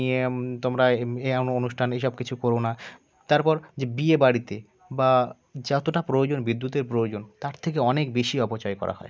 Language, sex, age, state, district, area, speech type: Bengali, male, 18-30, West Bengal, Birbhum, urban, spontaneous